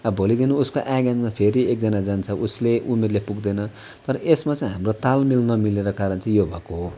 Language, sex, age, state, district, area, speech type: Nepali, male, 60+, West Bengal, Darjeeling, rural, spontaneous